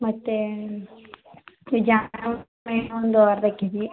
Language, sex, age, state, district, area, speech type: Kannada, female, 18-30, Karnataka, Vijayanagara, rural, conversation